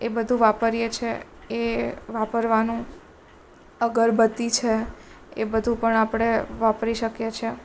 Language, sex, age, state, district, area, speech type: Gujarati, female, 18-30, Gujarat, Surat, urban, spontaneous